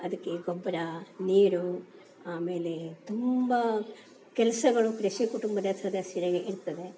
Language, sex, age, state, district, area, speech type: Kannada, female, 60+, Karnataka, Dakshina Kannada, rural, spontaneous